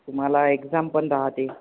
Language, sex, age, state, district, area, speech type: Marathi, male, 18-30, Maharashtra, Yavatmal, rural, conversation